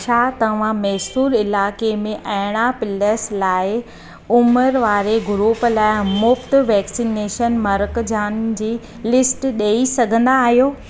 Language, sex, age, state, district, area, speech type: Sindhi, female, 30-45, Gujarat, Surat, urban, read